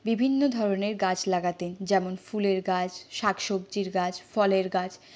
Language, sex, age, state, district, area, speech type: Bengali, female, 60+, West Bengal, Purulia, rural, spontaneous